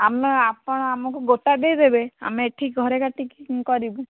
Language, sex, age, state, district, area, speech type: Odia, female, 18-30, Odisha, Bhadrak, rural, conversation